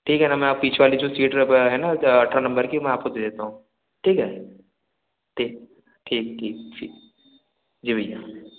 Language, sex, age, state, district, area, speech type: Hindi, male, 18-30, Madhya Pradesh, Balaghat, rural, conversation